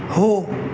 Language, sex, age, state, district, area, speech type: Marathi, male, 30-45, Maharashtra, Mumbai Suburban, urban, read